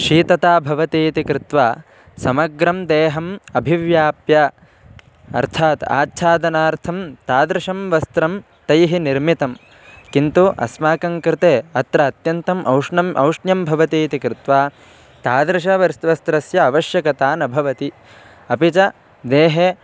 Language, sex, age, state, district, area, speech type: Sanskrit, male, 18-30, Karnataka, Bangalore Rural, rural, spontaneous